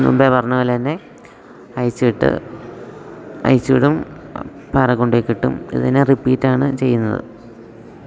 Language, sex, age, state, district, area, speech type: Malayalam, male, 18-30, Kerala, Idukki, rural, spontaneous